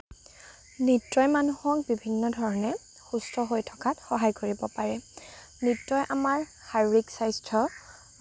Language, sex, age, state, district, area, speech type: Assamese, female, 18-30, Assam, Lakhimpur, rural, spontaneous